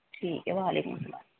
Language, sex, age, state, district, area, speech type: Urdu, female, 30-45, Delhi, East Delhi, urban, conversation